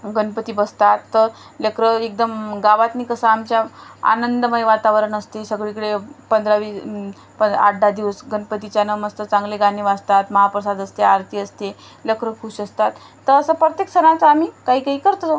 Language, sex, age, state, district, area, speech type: Marathi, female, 30-45, Maharashtra, Washim, urban, spontaneous